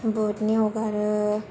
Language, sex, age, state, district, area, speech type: Bodo, female, 18-30, Assam, Kokrajhar, urban, spontaneous